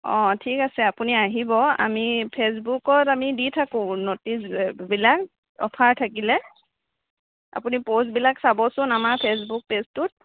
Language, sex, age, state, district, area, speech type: Assamese, female, 60+, Assam, Lakhimpur, rural, conversation